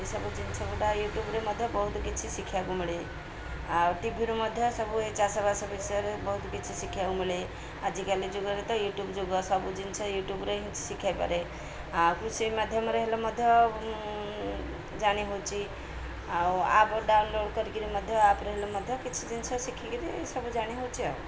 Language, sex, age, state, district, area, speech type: Odia, female, 30-45, Odisha, Ganjam, urban, spontaneous